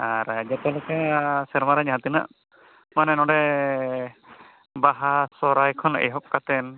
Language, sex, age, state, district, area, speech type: Santali, male, 45-60, Odisha, Mayurbhanj, rural, conversation